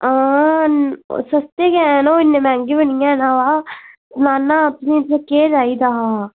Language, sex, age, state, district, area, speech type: Dogri, female, 18-30, Jammu and Kashmir, Udhampur, rural, conversation